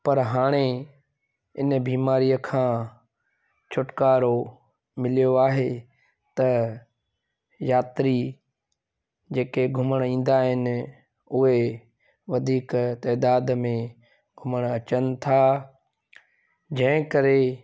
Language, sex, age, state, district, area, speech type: Sindhi, male, 45-60, Gujarat, Junagadh, rural, spontaneous